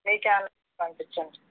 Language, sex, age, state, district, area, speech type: Telugu, female, 60+, Andhra Pradesh, Eluru, rural, conversation